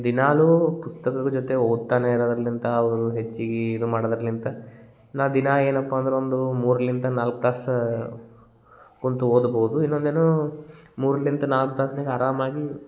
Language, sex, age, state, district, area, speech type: Kannada, male, 30-45, Karnataka, Gulbarga, urban, spontaneous